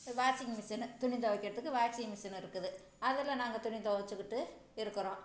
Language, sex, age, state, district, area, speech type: Tamil, female, 45-60, Tamil Nadu, Tiruchirappalli, rural, spontaneous